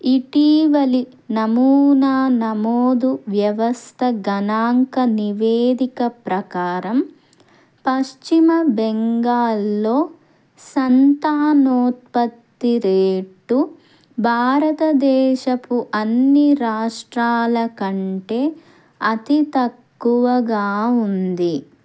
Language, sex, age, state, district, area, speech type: Telugu, female, 30-45, Andhra Pradesh, Krishna, urban, read